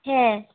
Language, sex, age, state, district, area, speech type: Bengali, female, 45-60, West Bengal, Purba Bardhaman, rural, conversation